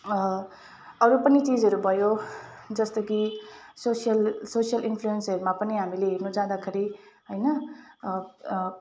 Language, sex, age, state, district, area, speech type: Nepali, female, 30-45, West Bengal, Jalpaiguri, urban, spontaneous